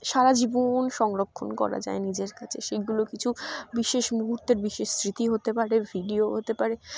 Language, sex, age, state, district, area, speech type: Bengali, female, 18-30, West Bengal, Dakshin Dinajpur, urban, spontaneous